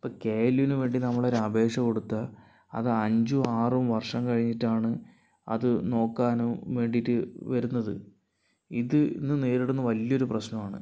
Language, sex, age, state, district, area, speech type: Malayalam, male, 60+, Kerala, Palakkad, rural, spontaneous